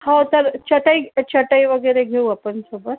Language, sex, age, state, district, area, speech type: Marathi, female, 60+, Maharashtra, Nagpur, urban, conversation